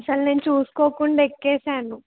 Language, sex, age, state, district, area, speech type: Telugu, female, 18-30, Telangana, Ranga Reddy, rural, conversation